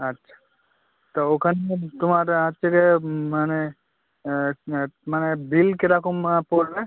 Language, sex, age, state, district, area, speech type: Bengali, male, 18-30, West Bengal, Birbhum, urban, conversation